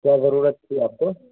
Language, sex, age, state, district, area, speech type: Urdu, male, 18-30, Bihar, Araria, rural, conversation